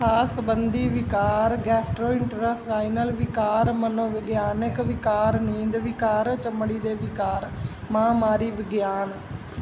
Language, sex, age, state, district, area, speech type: Punjabi, female, 30-45, Punjab, Mansa, urban, read